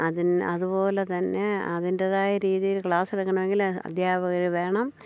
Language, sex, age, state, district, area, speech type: Malayalam, female, 60+, Kerala, Thiruvananthapuram, urban, spontaneous